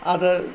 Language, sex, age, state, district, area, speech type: Malayalam, male, 60+, Kerala, Thiruvananthapuram, urban, spontaneous